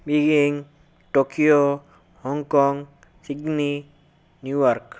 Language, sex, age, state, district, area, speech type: Odia, male, 45-60, Odisha, Bhadrak, rural, spontaneous